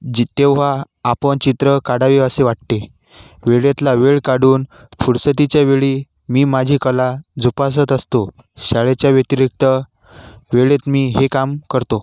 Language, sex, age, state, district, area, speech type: Marathi, male, 18-30, Maharashtra, Washim, rural, spontaneous